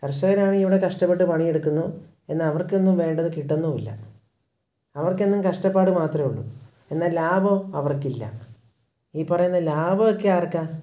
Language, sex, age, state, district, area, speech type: Malayalam, male, 18-30, Kerala, Wayanad, rural, spontaneous